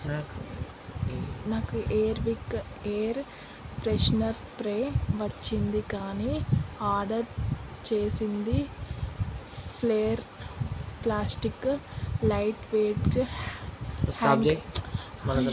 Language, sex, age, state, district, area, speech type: Telugu, female, 18-30, Andhra Pradesh, Srikakulam, urban, read